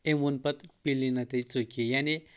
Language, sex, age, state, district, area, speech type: Kashmiri, male, 18-30, Jammu and Kashmir, Anantnag, rural, spontaneous